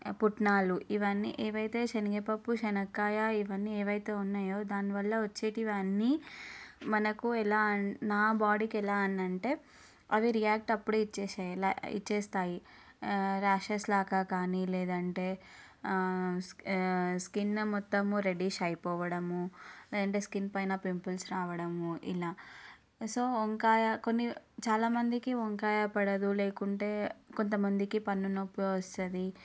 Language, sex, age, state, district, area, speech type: Telugu, female, 18-30, Telangana, Vikarabad, urban, spontaneous